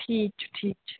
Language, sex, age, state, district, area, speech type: Kashmiri, female, 18-30, Jammu and Kashmir, Srinagar, urban, conversation